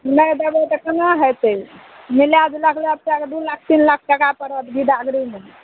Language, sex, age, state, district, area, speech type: Maithili, female, 30-45, Bihar, Araria, rural, conversation